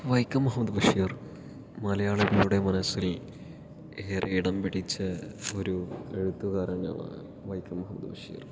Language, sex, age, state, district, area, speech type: Malayalam, male, 18-30, Kerala, Palakkad, rural, spontaneous